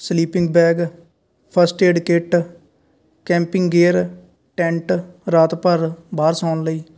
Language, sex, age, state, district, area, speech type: Punjabi, male, 18-30, Punjab, Faridkot, rural, spontaneous